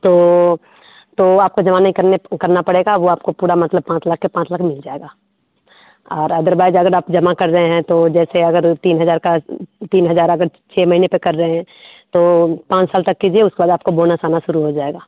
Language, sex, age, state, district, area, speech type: Hindi, female, 30-45, Bihar, Samastipur, urban, conversation